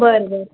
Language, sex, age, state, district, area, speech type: Marathi, female, 30-45, Maharashtra, Osmanabad, rural, conversation